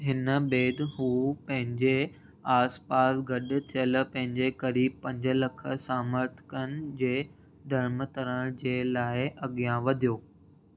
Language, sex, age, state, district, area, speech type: Sindhi, male, 18-30, Maharashtra, Mumbai City, urban, read